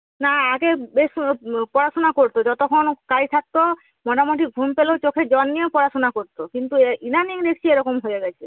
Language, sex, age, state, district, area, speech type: Bengali, female, 45-60, West Bengal, Nadia, rural, conversation